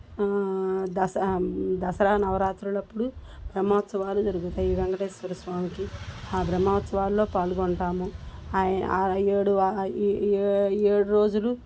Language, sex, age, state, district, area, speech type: Telugu, female, 60+, Andhra Pradesh, Bapatla, urban, spontaneous